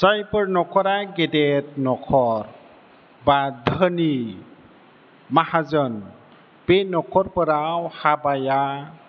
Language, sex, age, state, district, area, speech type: Bodo, male, 60+, Assam, Chirang, urban, spontaneous